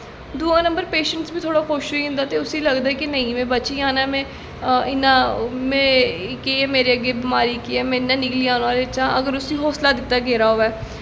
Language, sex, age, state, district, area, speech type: Dogri, female, 18-30, Jammu and Kashmir, Jammu, rural, spontaneous